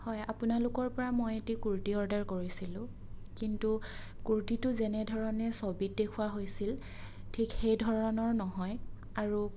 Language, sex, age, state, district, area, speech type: Assamese, female, 18-30, Assam, Sonitpur, rural, spontaneous